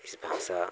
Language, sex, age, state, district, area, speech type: Hindi, male, 45-60, Uttar Pradesh, Mau, rural, spontaneous